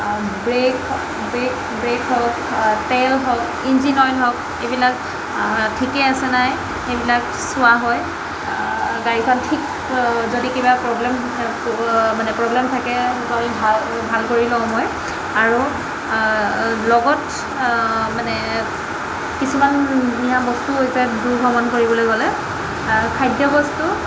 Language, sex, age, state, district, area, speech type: Assamese, female, 18-30, Assam, Jorhat, urban, spontaneous